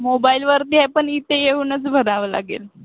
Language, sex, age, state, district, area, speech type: Marathi, female, 18-30, Maharashtra, Wardha, rural, conversation